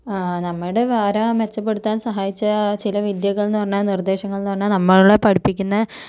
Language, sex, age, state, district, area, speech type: Malayalam, female, 45-60, Kerala, Kozhikode, urban, spontaneous